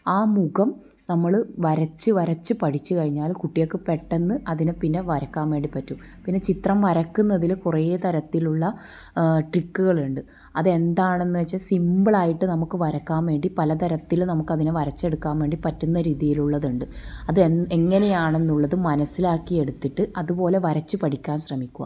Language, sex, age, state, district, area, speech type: Malayalam, female, 30-45, Kerala, Kannur, rural, spontaneous